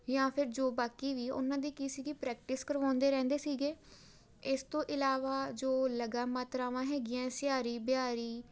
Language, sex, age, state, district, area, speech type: Punjabi, female, 18-30, Punjab, Tarn Taran, rural, spontaneous